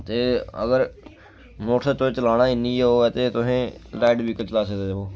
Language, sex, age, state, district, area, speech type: Dogri, male, 18-30, Jammu and Kashmir, Kathua, rural, spontaneous